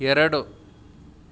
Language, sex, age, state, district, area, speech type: Kannada, male, 30-45, Karnataka, Kolar, urban, read